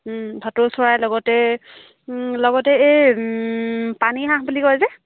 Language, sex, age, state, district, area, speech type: Assamese, female, 18-30, Assam, Charaideo, rural, conversation